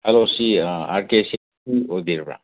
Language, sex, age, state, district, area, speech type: Manipuri, male, 45-60, Manipur, Imphal West, urban, conversation